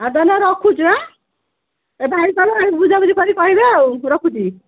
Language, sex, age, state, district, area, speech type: Odia, female, 45-60, Odisha, Kendujhar, urban, conversation